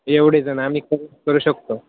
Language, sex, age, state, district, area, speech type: Marathi, male, 18-30, Maharashtra, Ahmednagar, urban, conversation